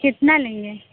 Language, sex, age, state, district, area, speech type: Hindi, female, 30-45, Uttar Pradesh, Mirzapur, rural, conversation